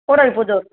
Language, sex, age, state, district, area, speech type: Tamil, female, 45-60, Tamil Nadu, Madurai, urban, conversation